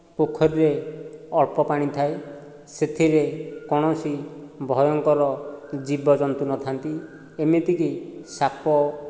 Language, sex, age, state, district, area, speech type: Odia, male, 45-60, Odisha, Nayagarh, rural, spontaneous